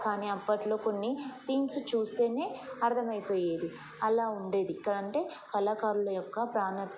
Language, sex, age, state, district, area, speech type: Telugu, female, 30-45, Telangana, Ranga Reddy, urban, spontaneous